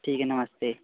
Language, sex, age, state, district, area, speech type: Hindi, male, 30-45, Uttar Pradesh, Mau, rural, conversation